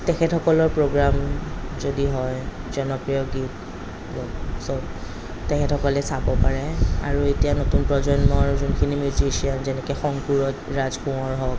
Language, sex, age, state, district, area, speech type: Assamese, female, 30-45, Assam, Kamrup Metropolitan, urban, spontaneous